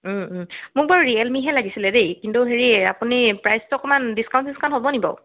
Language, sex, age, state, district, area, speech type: Assamese, female, 18-30, Assam, Jorhat, urban, conversation